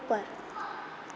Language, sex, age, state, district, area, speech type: Gujarati, female, 18-30, Gujarat, Morbi, urban, read